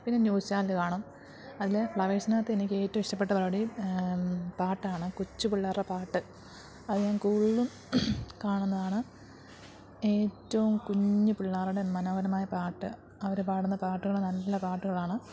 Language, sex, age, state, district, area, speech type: Malayalam, female, 30-45, Kerala, Pathanamthitta, rural, spontaneous